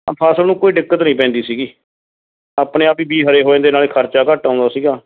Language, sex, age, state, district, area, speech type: Punjabi, male, 30-45, Punjab, Mansa, urban, conversation